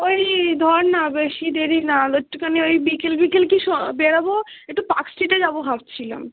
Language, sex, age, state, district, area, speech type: Bengali, female, 18-30, West Bengal, Kolkata, urban, conversation